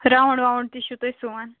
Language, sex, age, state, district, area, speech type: Kashmiri, female, 18-30, Jammu and Kashmir, Shopian, rural, conversation